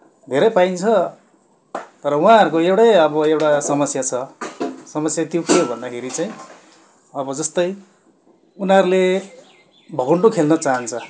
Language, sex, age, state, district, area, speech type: Nepali, male, 45-60, West Bengal, Darjeeling, rural, spontaneous